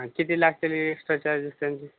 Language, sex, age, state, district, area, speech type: Marathi, male, 18-30, Maharashtra, Osmanabad, rural, conversation